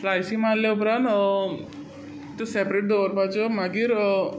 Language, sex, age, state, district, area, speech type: Goan Konkani, male, 18-30, Goa, Tiswadi, rural, spontaneous